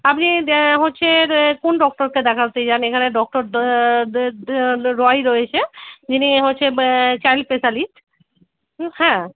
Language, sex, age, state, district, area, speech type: Bengali, female, 30-45, West Bengal, Darjeeling, rural, conversation